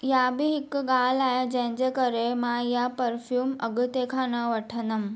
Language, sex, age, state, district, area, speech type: Sindhi, female, 18-30, Maharashtra, Mumbai Suburban, urban, spontaneous